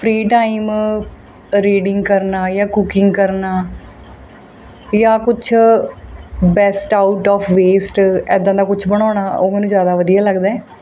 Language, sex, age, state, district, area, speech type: Punjabi, female, 30-45, Punjab, Mohali, rural, spontaneous